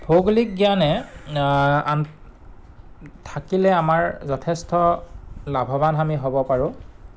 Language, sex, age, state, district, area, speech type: Assamese, male, 30-45, Assam, Goalpara, urban, spontaneous